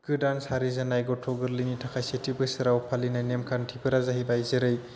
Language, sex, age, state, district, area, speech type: Bodo, male, 30-45, Assam, Chirang, urban, spontaneous